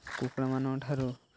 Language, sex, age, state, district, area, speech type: Odia, male, 18-30, Odisha, Jagatsinghpur, rural, spontaneous